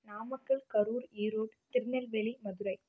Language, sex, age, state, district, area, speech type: Tamil, female, 18-30, Tamil Nadu, Namakkal, rural, spontaneous